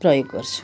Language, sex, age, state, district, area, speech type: Nepali, female, 60+, West Bengal, Kalimpong, rural, spontaneous